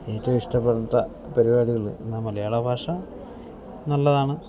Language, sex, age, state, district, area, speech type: Malayalam, male, 45-60, Kerala, Idukki, rural, spontaneous